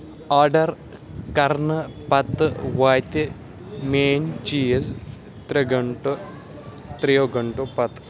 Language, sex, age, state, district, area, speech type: Kashmiri, male, 18-30, Jammu and Kashmir, Baramulla, rural, read